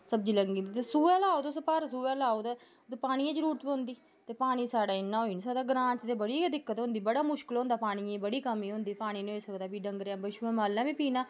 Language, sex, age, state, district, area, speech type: Dogri, female, 30-45, Jammu and Kashmir, Udhampur, urban, spontaneous